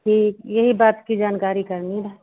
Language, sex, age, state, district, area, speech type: Hindi, female, 60+, Uttar Pradesh, Sitapur, rural, conversation